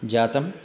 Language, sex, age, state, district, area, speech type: Sanskrit, male, 60+, Telangana, Hyderabad, urban, spontaneous